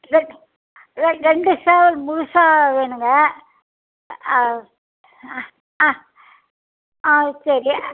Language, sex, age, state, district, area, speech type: Tamil, female, 60+, Tamil Nadu, Salem, rural, conversation